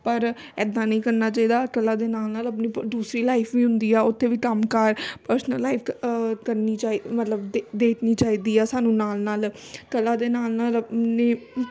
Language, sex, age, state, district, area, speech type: Punjabi, female, 30-45, Punjab, Amritsar, urban, spontaneous